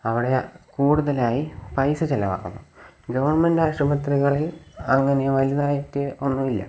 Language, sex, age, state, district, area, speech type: Malayalam, male, 18-30, Kerala, Kollam, rural, spontaneous